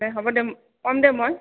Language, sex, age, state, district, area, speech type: Assamese, female, 30-45, Assam, Goalpara, urban, conversation